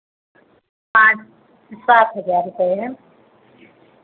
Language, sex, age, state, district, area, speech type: Hindi, female, 30-45, Uttar Pradesh, Pratapgarh, rural, conversation